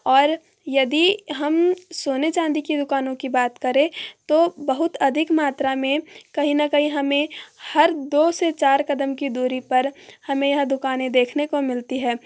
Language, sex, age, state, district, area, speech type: Hindi, female, 30-45, Madhya Pradesh, Balaghat, rural, spontaneous